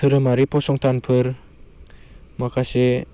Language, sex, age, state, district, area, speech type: Bodo, male, 18-30, Assam, Baksa, rural, spontaneous